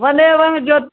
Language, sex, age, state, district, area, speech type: Maithili, female, 60+, Bihar, Madhubani, urban, conversation